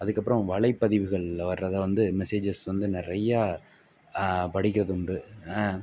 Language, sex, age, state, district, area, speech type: Tamil, male, 18-30, Tamil Nadu, Pudukkottai, rural, spontaneous